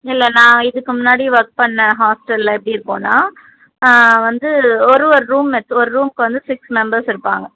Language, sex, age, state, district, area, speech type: Tamil, female, 30-45, Tamil Nadu, Tiruvallur, urban, conversation